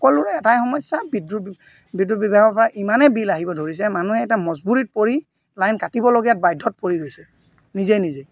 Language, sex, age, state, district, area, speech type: Assamese, male, 45-60, Assam, Golaghat, rural, spontaneous